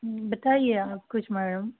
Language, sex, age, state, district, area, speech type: Hindi, female, 30-45, Madhya Pradesh, Chhindwara, urban, conversation